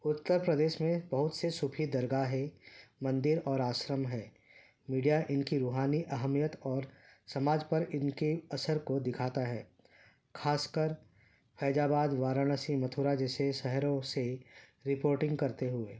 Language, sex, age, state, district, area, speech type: Urdu, male, 45-60, Uttar Pradesh, Ghaziabad, urban, spontaneous